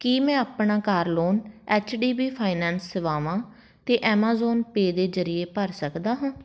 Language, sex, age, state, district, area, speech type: Punjabi, female, 18-30, Punjab, Patiala, rural, read